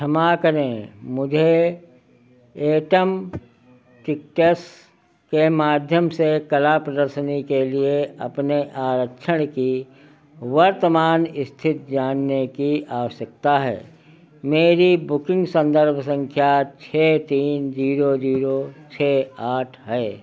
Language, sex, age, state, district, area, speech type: Hindi, male, 60+, Uttar Pradesh, Sitapur, rural, read